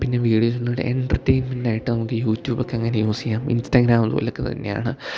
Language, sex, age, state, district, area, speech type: Malayalam, male, 18-30, Kerala, Idukki, rural, spontaneous